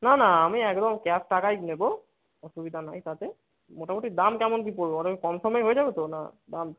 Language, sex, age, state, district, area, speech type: Bengali, male, 18-30, West Bengal, Bankura, urban, conversation